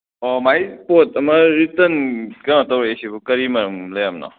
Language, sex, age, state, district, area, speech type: Manipuri, male, 18-30, Manipur, Kakching, rural, conversation